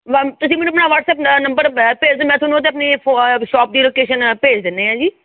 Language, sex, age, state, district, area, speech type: Punjabi, female, 45-60, Punjab, Fatehgarh Sahib, rural, conversation